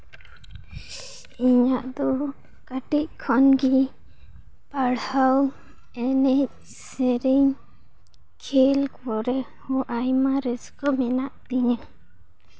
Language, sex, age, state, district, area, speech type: Santali, female, 18-30, West Bengal, Paschim Bardhaman, rural, spontaneous